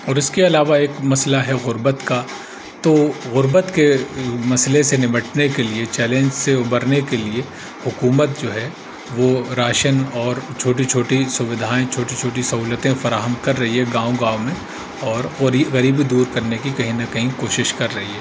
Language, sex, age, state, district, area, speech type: Urdu, male, 30-45, Uttar Pradesh, Aligarh, urban, spontaneous